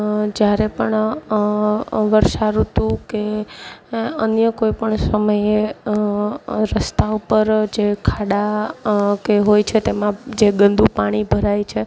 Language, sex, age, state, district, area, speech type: Gujarati, female, 30-45, Gujarat, Junagadh, urban, spontaneous